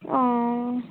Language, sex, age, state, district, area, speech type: Bengali, female, 18-30, West Bengal, Cooch Behar, rural, conversation